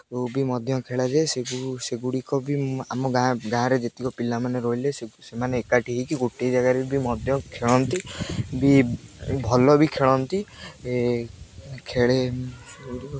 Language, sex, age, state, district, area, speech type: Odia, male, 18-30, Odisha, Jagatsinghpur, rural, spontaneous